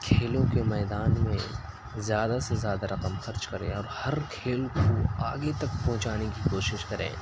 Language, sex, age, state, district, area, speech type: Urdu, male, 18-30, Uttar Pradesh, Siddharthnagar, rural, spontaneous